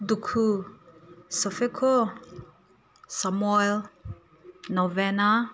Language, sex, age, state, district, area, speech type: Manipuri, female, 30-45, Manipur, Senapati, urban, spontaneous